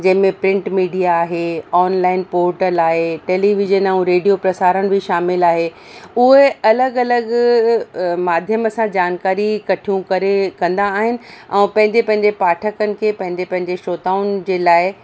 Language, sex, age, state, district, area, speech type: Sindhi, female, 30-45, Uttar Pradesh, Lucknow, urban, spontaneous